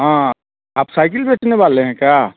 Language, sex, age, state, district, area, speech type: Hindi, male, 30-45, Bihar, Samastipur, urban, conversation